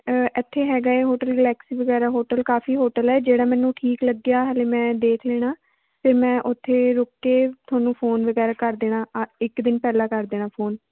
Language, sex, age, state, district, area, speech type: Punjabi, female, 18-30, Punjab, Shaheed Bhagat Singh Nagar, rural, conversation